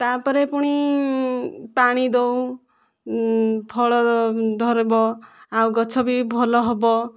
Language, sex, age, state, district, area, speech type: Odia, female, 18-30, Odisha, Kandhamal, rural, spontaneous